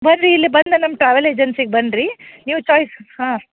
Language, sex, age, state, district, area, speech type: Kannada, female, 30-45, Karnataka, Dharwad, urban, conversation